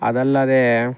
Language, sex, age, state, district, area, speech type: Kannada, male, 45-60, Karnataka, Bangalore Rural, rural, spontaneous